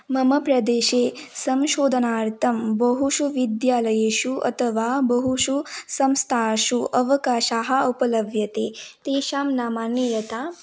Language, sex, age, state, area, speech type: Sanskrit, female, 18-30, Assam, rural, spontaneous